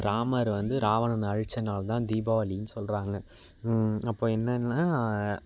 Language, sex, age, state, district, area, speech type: Tamil, male, 18-30, Tamil Nadu, Thanjavur, urban, spontaneous